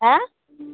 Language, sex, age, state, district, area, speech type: Bengali, female, 18-30, West Bengal, Cooch Behar, urban, conversation